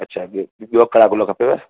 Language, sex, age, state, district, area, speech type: Sindhi, male, 30-45, Madhya Pradesh, Katni, urban, conversation